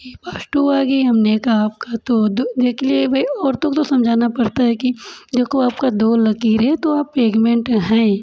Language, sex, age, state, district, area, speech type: Hindi, female, 30-45, Uttar Pradesh, Prayagraj, urban, spontaneous